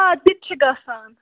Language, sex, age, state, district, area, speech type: Kashmiri, female, 18-30, Jammu and Kashmir, Budgam, rural, conversation